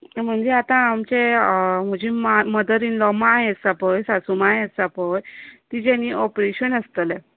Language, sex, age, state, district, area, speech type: Goan Konkani, female, 30-45, Goa, Tiswadi, rural, conversation